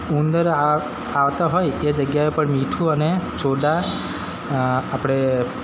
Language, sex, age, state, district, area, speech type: Gujarati, male, 30-45, Gujarat, Narmada, rural, spontaneous